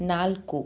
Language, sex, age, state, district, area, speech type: Kannada, female, 30-45, Karnataka, Chamarajanagar, rural, read